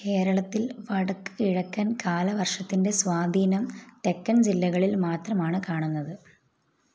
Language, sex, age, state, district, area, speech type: Malayalam, female, 18-30, Kerala, Kottayam, rural, read